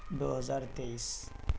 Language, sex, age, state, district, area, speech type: Urdu, male, 18-30, Bihar, Purnia, rural, spontaneous